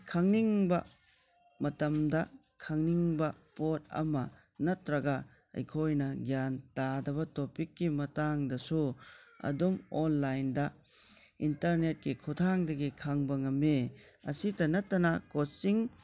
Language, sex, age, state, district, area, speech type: Manipuri, male, 45-60, Manipur, Tengnoupal, rural, spontaneous